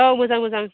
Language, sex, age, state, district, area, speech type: Bodo, female, 60+, Assam, Chirang, rural, conversation